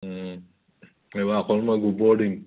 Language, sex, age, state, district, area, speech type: Assamese, male, 30-45, Assam, Charaideo, urban, conversation